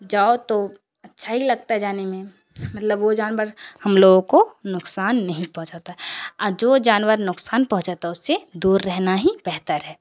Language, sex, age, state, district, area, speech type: Urdu, female, 30-45, Bihar, Darbhanga, rural, spontaneous